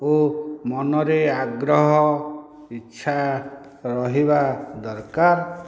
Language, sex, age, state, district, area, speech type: Odia, male, 60+, Odisha, Dhenkanal, rural, spontaneous